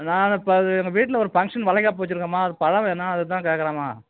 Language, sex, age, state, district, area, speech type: Tamil, male, 60+, Tamil Nadu, Kallakurichi, rural, conversation